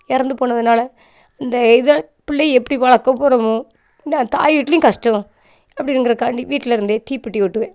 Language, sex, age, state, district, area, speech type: Tamil, female, 30-45, Tamil Nadu, Thoothukudi, rural, spontaneous